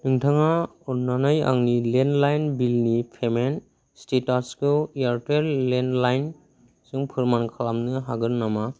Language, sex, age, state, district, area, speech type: Bodo, male, 18-30, Assam, Kokrajhar, rural, read